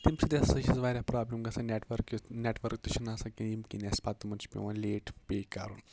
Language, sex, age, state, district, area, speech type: Kashmiri, male, 18-30, Jammu and Kashmir, Kupwara, rural, spontaneous